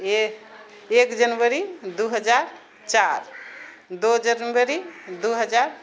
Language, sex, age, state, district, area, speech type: Maithili, female, 45-60, Bihar, Purnia, rural, spontaneous